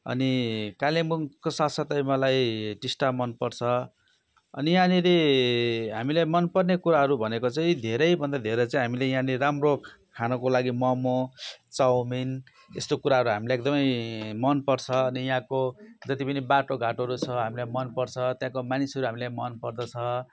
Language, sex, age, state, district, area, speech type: Nepali, male, 45-60, West Bengal, Darjeeling, rural, spontaneous